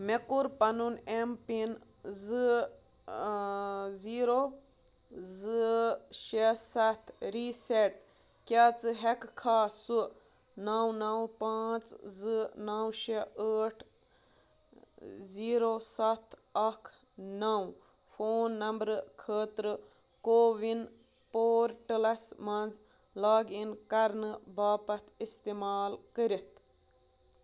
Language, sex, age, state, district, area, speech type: Kashmiri, female, 18-30, Jammu and Kashmir, Budgam, rural, read